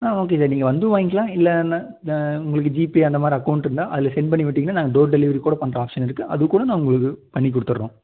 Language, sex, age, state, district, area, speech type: Tamil, male, 18-30, Tamil Nadu, Erode, rural, conversation